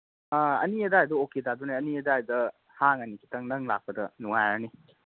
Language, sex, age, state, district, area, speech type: Manipuri, male, 18-30, Manipur, Kangpokpi, urban, conversation